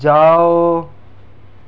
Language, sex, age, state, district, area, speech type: Urdu, male, 18-30, Delhi, South Delhi, urban, read